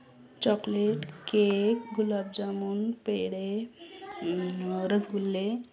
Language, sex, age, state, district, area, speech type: Marathi, female, 18-30, Maharashtra, Beed, rural, spontaneous